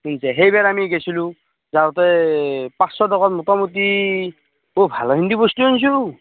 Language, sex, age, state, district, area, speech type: Assamese, male, 30-45, Assam, Darrang, rural, conversation